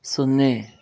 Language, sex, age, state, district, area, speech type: Kannada, male, 60+, Karnataka, Bangalore Rural, urban, read